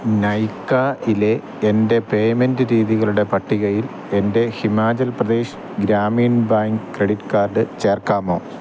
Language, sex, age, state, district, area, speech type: Malayalam, male, 30-45, Kerala, Thiruvananthapuram, rural, read